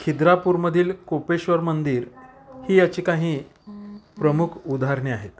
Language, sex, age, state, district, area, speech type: Marathi, male, 45-60, Maharashtra, Satara, urban, spontaneous